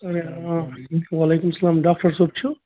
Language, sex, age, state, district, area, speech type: Kashmiri, female, 30-45, Jammu and Kashmir, Srinagar, urban, conversation